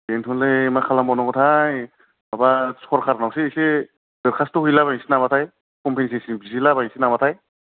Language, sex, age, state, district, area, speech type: Bodo, male, 30-45, Assam, Kokrajhar, urban, conversation